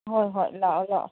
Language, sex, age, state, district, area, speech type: Manipuri, female, 45-60, Manipur, Churachandpur, urban, conversation